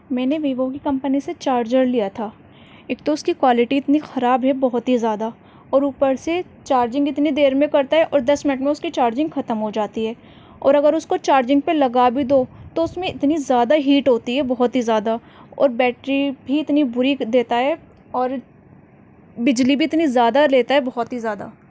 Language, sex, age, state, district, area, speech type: Urdu, female, 18-30, Delhi, Central Delhi, urban, spontaneous